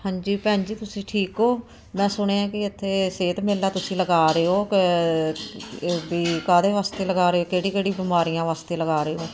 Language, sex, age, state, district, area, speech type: Punjabi, female, 45-60, Punjab, Ludhiana, urban, spontaneous